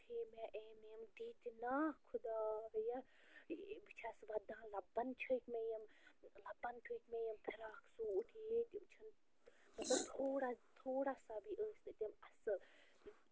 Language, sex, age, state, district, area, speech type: Kashmiri, female, 30-45, Jammu and Kashmir, Bandipora, rural, spontaneous